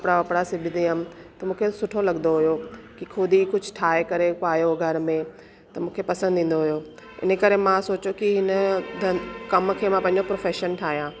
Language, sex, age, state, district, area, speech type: Sindhi, female, 30-45, Delhi, South Delhi, urban, spontaneous